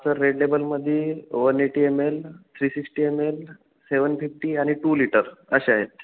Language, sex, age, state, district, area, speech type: Marathi, male, 18-30, Maharashtra, Ratnagiri, rural, conversation